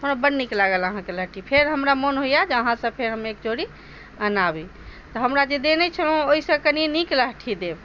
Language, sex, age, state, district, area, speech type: Maithili, female, 60+, Bihar, Madhubani, rural, spontaneous